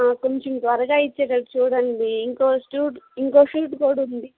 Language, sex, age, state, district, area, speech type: Telugu, female, 30-45, Andhra Pradesh, Kadapa, rural, conversation